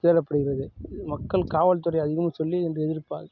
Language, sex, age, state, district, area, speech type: Tamil, male, 30-45, Tamil Nadu, Kallakurichi, rural, spontaneous